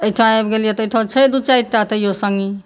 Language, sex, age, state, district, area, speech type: Maithili, female, 30-45, Bihar, Saharsa, rural, spontaneous